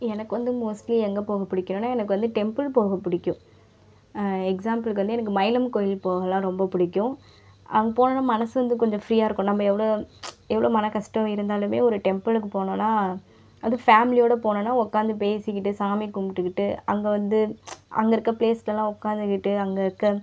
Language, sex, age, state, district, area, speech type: Tamil, female, 18-30, Tamil Nadu, Viluppuram, urban, spontaneous